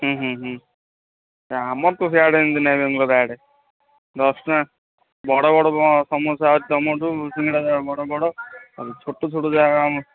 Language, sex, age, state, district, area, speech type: Odia, male, 45-60, Odisha, Gajapati, rural, conversation